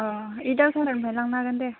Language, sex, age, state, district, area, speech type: Bodo, female, 18-30, Assam, Baksa, rural, conversation